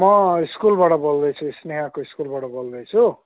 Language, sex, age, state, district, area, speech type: Nepali, male, 60+, West Bengal, Kalimpong, rural, conversation